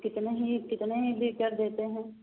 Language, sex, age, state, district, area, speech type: Hindi, female, 30-45, Uttar Pradesh, Prayagraj, rural, conversation